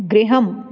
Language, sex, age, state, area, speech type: Sanskrit, female, 30-45, Delhi, urban, read